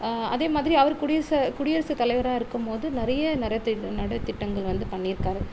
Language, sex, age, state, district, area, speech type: Tamil, female, 18-30, Tamil Nadu, Viluppuram, rural, spontaneous